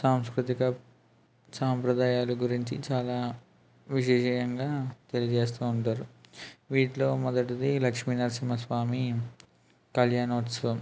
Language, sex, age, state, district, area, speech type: Telugu, male, 60+, Andhra Pradesh, East Godavari, rural, spontaneous